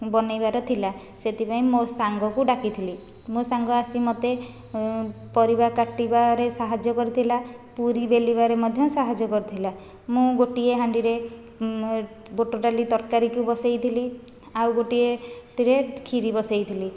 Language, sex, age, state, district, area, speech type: Odia, female, 45-60, Odisha, Khordha, rural, spontaneous